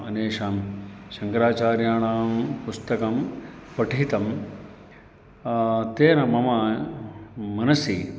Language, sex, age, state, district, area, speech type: Sanskrit, male, 45-60, Karnataka, Uttara Kannada, rural, spontaneous